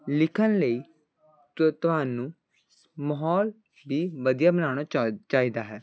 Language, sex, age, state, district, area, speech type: Punjabi, male, 18-30, Punjab, Hoshiarpur, urban, spontaneous